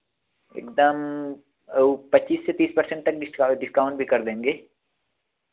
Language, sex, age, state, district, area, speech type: Hindi, male, 18-30, Uttar Pradesh, Varanasi, urban, conversation